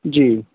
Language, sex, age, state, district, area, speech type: Sindhi, male, 45-60, Delhi, South Delhi, urban, conversation